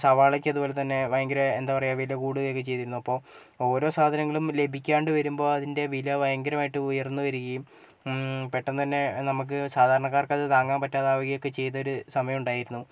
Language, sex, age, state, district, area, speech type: Malayalam, male, 30-45, Kerala, Wayanad, rural, spontaneous